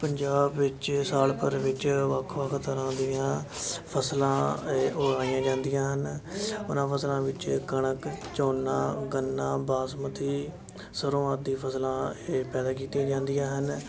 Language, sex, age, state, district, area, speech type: Punjabi, male, 18-30, Punjab, Shaheed Bhagat Singh Nagar, rural, spontaneous